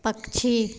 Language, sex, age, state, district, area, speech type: Hindi, female, 45-60, Bihar, Vaishali, urban, read